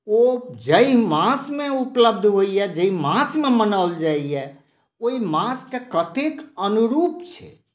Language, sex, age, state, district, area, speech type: Maithili, male, 60+, Bihar, Madhubani, rural, spontaneous